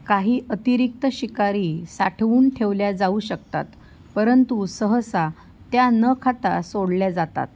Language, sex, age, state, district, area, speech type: Marathi, female, 30-45, Maharashtra, Sindhudurg, rural, read